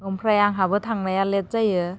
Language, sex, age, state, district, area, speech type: Bodo, female, 30-45, Assam, Baksa, rural, spontaneous